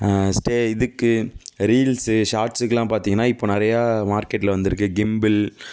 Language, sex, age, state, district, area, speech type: Tamil, male, 60+, Tamil Nadu, Tiruvarur, urban, spontaneous